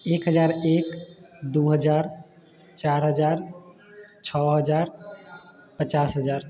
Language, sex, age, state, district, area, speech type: Maithili, male, 18-30, Bihar, Sitamarhi, urban, spontaneous